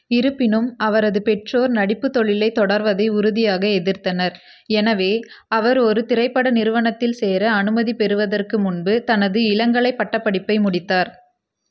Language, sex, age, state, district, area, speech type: Tamil, female, 18-30, Tamil Nadu, Krishnagiri, rural, read